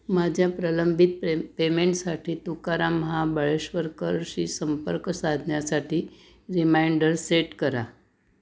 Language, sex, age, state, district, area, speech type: Marathi, female, 60+, Maharashtra, Pune, urban, read